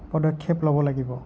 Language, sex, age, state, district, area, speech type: Assamese, male, 45-60, Assam, Nagaon, rural, spontaneous